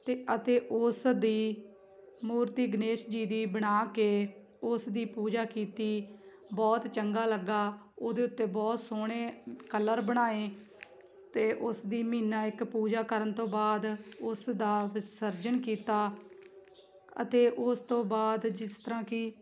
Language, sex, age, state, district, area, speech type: Punjabi, female, 18-30, Punjab, Tarn Taran, rural, spontaneous